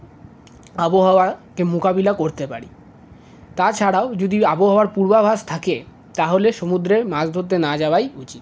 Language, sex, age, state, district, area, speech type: Bengali, male, 45-60, West Bengal, Paschim Bardhaman, urban, spontaneous